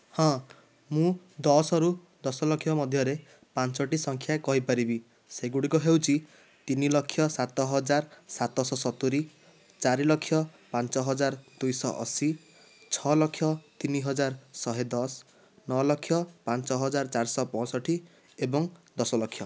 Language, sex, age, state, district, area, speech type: Odia, male, 30-45, Odisha, Nayagarh, rural, spontaneous